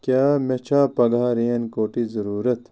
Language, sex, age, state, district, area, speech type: Kashmiri, male, 30-45, Jammu and Kashmir, Ganderbal, rural, read